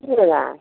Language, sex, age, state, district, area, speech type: Hindi, female, 60+, Bihar, Samastipur, rural, conversation